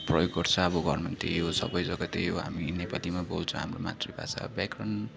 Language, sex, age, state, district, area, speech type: Nepali, male, 30-45, West Bengal, Darjeeling, rural, spontaneous